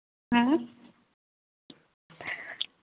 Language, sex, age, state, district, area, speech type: Hindi, female, 18-30, Bihar, Vaishali, rural, conversation